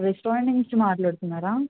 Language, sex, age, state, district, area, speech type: Telugu, female, 18-30, Telangana, Ranga Reddy, urban, conversation